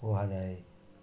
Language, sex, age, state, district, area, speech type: Odia, male, 18-30, Odisha, Ganjam, urban, spontaneous